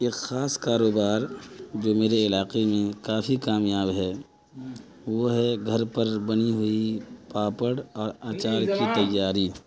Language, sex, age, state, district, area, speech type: Urdu, male, 30-45, Bihar, Madhubani, rural, spontaneous